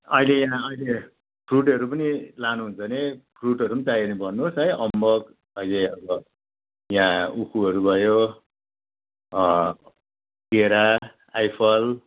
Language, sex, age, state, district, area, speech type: Nepali, male, 45-60, West Bengal, Darjeeling, rural, conversation